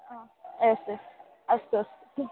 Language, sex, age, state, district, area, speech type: Sanskrit, female, 18-30, Kerala, Wayanad, rural, conversation